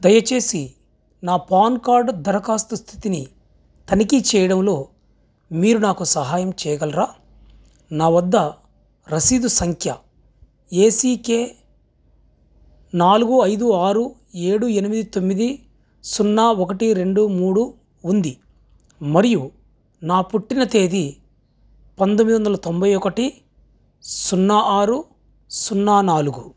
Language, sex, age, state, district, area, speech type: Telugu, male, 30-45, Andhra Pradesh, Krishna, urban, read